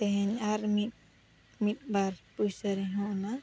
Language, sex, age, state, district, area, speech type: Santali, female, 45-60, Odisha, Mayurbhanj, rural, spontaneous